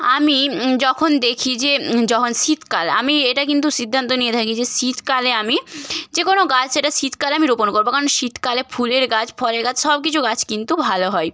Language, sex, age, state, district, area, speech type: Bengali, female, 18-30, West Bengal, Bankura, rural, spontaneous